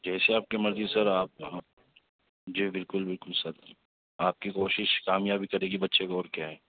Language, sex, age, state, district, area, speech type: Urdu, male, 30-45, Delhi, Central Delhi, urban, conversation